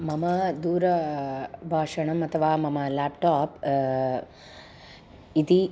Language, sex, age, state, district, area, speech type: Sanskrit, female, 30-45, Tamil Nadu, Chennai, urban, spontaneous